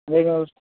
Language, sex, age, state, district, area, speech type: Kannada, male, 18-30, Karnataka, Udupi, rural, conversation